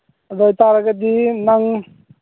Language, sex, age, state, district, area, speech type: Manipuri, male, 30-45, Manipur, Churachandpur, rural, conversation